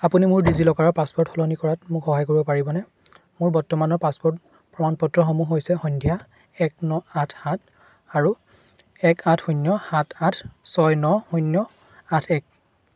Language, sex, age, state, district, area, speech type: Assamese, male, 18-30, Assam, Charaideo, urban, read